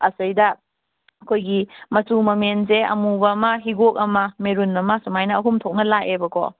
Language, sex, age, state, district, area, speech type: Manipuri, female, 45-60, Manipur, Kangpokpi, urban, conversation